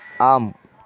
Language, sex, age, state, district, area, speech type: Tamil, male, 18-30, Tamil Nadu, Tiruvannamalai, urban, read